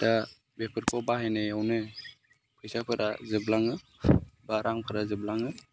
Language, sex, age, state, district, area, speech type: Bodo, male, 18-30, Assam, Udalguri, urban, spontaneous